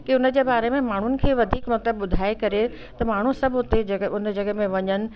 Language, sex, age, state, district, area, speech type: Sindhi, female, 60+, Delhi, South Delhi, urban, spontaneous